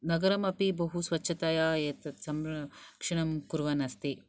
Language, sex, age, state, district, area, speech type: Sanskrit, female, 30-45, Karnataka, Bangalore Urban, urban, spontaneous